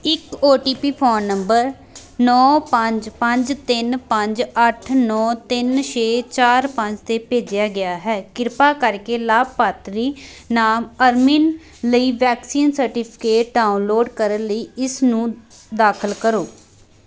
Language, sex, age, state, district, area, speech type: Punjabi, female, 18-30, Punjab, Amritsar, rural, read